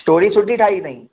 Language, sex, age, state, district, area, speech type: Sindhi, male, 18-30, Maharashtra, Mumbai Suburban, urban, conversation